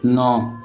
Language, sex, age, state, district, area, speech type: Odia, male, 18-30, Odisha, Nuapada, urban, read